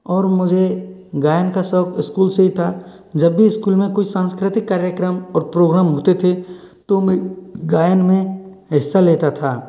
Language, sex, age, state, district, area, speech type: Hindi, male, 45-60, Rajasthan, Karauli, rural, spontaneous